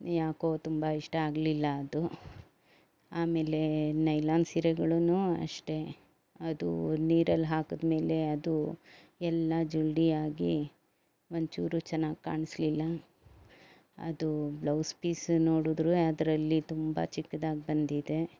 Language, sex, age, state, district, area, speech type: Kannada, female, 60+, Karnataka, Bangalore Urban, rural, spontaneous